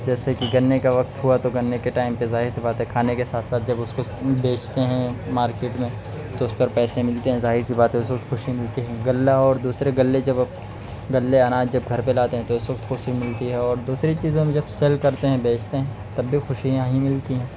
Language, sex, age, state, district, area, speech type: Urdu, male, 18-30, Uttar Pradesh, Siddharthnagar, rural, spontaneous